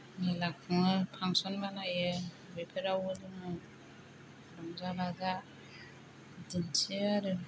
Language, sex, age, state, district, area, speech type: Bodo, female, 30-45, Assam, Kokrajhar, rural, spontaneous